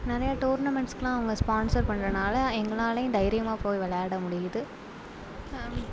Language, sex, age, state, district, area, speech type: Tamil, female, 18-30, Tamil Nadu, Sivaganga, rural, spontaneous